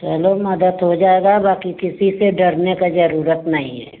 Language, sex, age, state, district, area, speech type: Hindi, female, 60+, Uttar Pradesh, Varanasi, rural, conversation